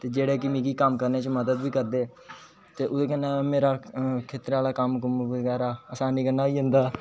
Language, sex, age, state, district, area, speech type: Dogri, male, 18-30, Jammu and Kashmir, Kathua, rural, spontaneous